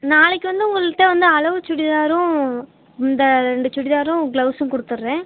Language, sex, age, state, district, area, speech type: Tamil, male, 18-30, Tamil Nadu, Tiruchirappalli, rural, conversation